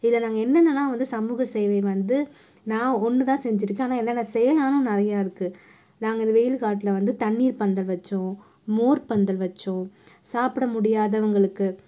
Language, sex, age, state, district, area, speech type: Tamil, female, 30-45, Tamil Nadu, Cuddalore, urban, spontaneous